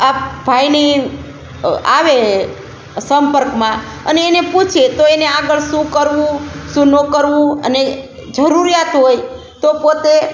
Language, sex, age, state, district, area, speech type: Gujarati, female, 45-60, Gujarat, Rajkot, rural, spontaneous